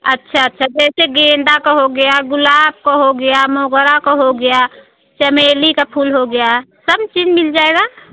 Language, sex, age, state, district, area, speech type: Hindi, female, 45-60, Uttar Pradesh, Prayagraj, rural, conversation